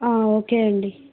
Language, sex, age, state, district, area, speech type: Telugu, female, 30-45, Andhra Pradesh, Vizianagaram, rural, conversation